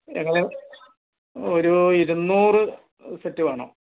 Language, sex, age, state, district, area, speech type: Malayalam, female, 60+, Kerala, Wayanad, rural, conversation